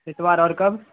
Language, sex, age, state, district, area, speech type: Urdu, male, 18-30, Bihar, Saharsa, rural, conversation